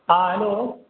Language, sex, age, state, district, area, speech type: Urdu, male, 60+, Bihar, Supaul, rural, conversation